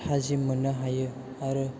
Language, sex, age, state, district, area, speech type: Bodo, male, 18-30, Assam, Chirang, urban, spontaneous